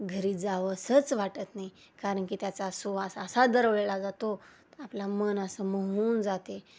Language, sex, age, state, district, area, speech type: Marathi, female, 30-45, Maharashtra, Osmanabad, rural, spontaneous